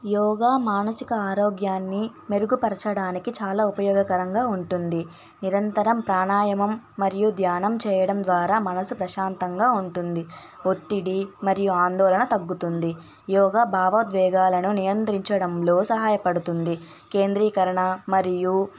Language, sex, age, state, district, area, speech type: Telugu, female, 18-30, Andhra Pradesh, Nellore, rural, spontaneous